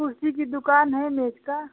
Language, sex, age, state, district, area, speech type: Hindi, female, 18-30, Uttar Pradesh, Jaunpur, rural, conversation